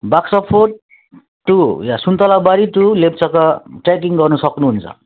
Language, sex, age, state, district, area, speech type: Nepali, male, 30-45, West Bengal, Alipurduar, urban, conversation